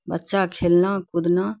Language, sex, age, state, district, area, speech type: Urdu, female, 60+, Bihar, Khagaria, rural, spontaneous